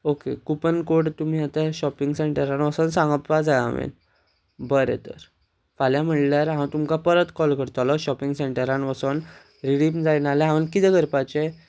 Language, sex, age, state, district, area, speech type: Goan Konkani, male, 18-30, Goa, Ponda, rural, spontaneous